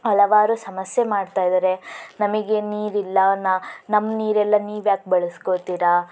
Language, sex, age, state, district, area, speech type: Kannada, female, 18-30, Karnataka, Davanagere, rural, spontaneous